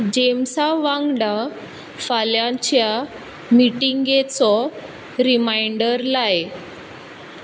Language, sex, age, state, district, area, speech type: Goan Konkani, female, 18-30, Goa, Quepem, rural, read